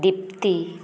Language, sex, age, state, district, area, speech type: Goan Konkani, female, 45-60, Goa, Murmgao, rural, spontaneous